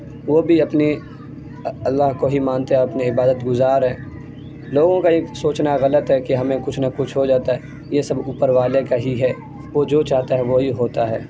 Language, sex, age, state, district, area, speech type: Urdu, male, 18-30, Bihar, Saharsa, urban, spontaneous